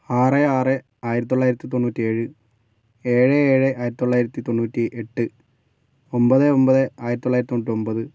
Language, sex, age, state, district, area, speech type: Malayalam, male, 18-30, Kerala, Kozhikode, urban, spontaneous